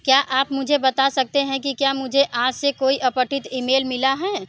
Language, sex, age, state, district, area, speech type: Hindi, female, 45-60, Uttar Pradesh, Mirzapur, rural, read